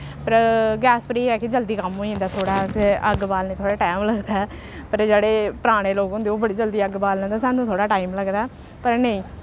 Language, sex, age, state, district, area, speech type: Dogri, female, 18-30, Jammu and Kashmir, Samba, rural, spontaneous